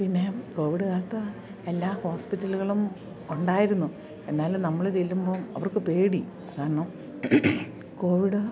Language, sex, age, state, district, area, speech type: Malayalam, female, 45-60, Kerala, Idukki, rural, spontaneous